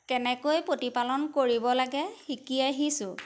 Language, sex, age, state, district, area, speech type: Assamese, female, 30-45, Assam, Majuli, urban, spontaneous